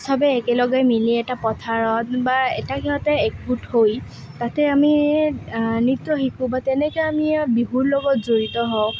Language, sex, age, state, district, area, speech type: Assamese, female, 18-30, Assam, Kamrup Metropolitan, rural, spontaneous